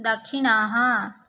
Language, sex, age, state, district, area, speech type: Sanskrit, female, 18-30, Odisha, Nayagarh, rural, read